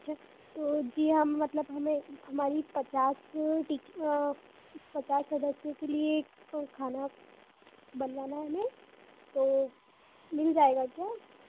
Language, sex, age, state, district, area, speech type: Hindi, female, 30-45, Madhya Pradesh, Ujjain, urban, conversation